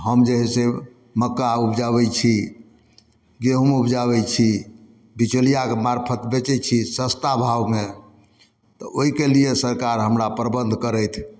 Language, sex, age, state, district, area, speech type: Maithili, male, 60+, Bihar, Samastipur, rural, spontaneous